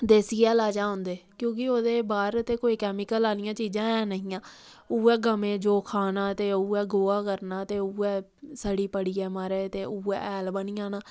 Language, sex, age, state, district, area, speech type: Dogri, female, 30-45, Jammu and Kashmir, Samba, rural, spontaneous